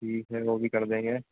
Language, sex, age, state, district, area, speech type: Hindi, male, 30-45, Madhya Pradesh, Harda, urban, conversation